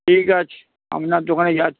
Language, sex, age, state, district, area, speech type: Bengali, male, 60+, West Bengal, Hooghly, rural, conversation